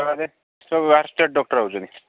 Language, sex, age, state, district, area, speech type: Odia, male, 45-60, Odisha, Sambalpur, rural, conversation